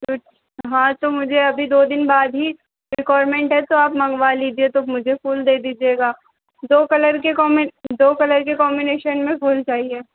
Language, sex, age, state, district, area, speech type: Hindi, female, 18-30, Madhya Pradesh, Harda, urban, conversation